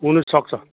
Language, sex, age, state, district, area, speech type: Nepali, male, 45-60, West Bengal, Kalimpong, rural, conversation